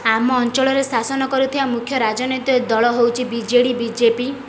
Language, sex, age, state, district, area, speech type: Odia, female, 30-45, Odisha, Sundergarh, urban, spontaneous